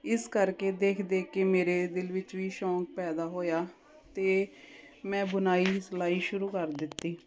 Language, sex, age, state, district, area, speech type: Punjabi, female, 30-45, Punjab, Jalandhar, urban, spontaneous